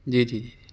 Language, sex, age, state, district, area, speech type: Urdu, male, 18-30, Delhi, Central Delhi, urban, spontaneous